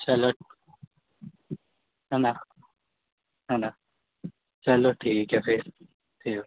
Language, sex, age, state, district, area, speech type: Hindi, male, 18-30, Madhya Pradesh, Harda, urban, conversation